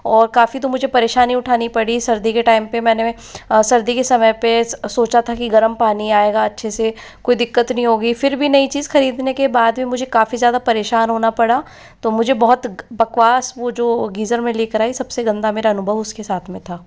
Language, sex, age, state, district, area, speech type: Hindi, male, 18-30, Rajasthan, Jaipur, urban, spontaneous